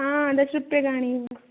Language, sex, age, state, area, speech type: Sanskrit, female, 18-30, Rajasthan, urban, conversation